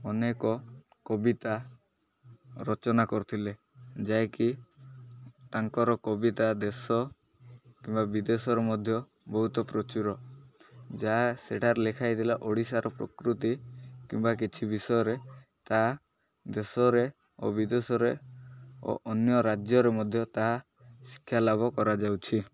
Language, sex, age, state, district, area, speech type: Odia, male, 18-30, Odisha, Malkangiri, urban, spontaneous